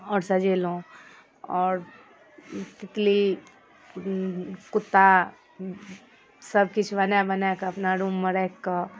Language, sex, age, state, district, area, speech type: Maithili, female, 18-30, Bihar, Darbhanga, rural, spontaneous